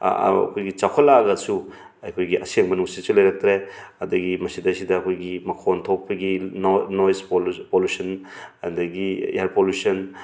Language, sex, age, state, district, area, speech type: Manipuri, male, 30-45, Manipur, Thoubal, rural, spontaneous